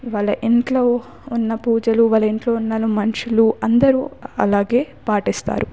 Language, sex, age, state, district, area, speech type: Telugu, female, 18-30, Telangana, Hyderabad, urban, spontaneous